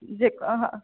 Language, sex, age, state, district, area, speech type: Sindhi, female, 30-45, Rajasthan, Ajmer, urban, conversation